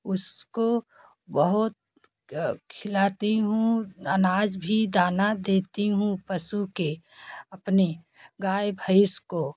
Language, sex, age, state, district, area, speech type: Hindi, female, 30-45, Uttar Pradesh, Jaunpur, rural, spontaneous